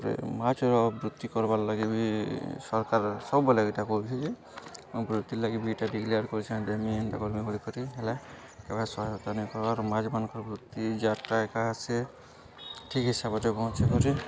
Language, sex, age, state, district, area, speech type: Odia, male, 18-30, Odisha, Balangir, urban, spontaneous